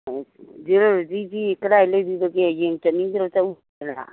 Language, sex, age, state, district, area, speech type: Manipuri, female, 60+, Manipur, Imphal East, rural, conversation